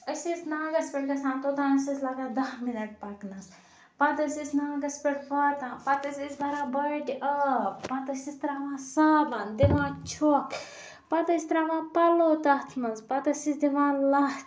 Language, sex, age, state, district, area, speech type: Kashmiri, female, 30-45, Jammu and Kashmir, Ganderbal, rural, spontaneous